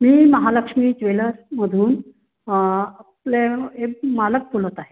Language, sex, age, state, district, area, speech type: Marathi, female, 45-60, Maharashtra, Wardha, urban, conversation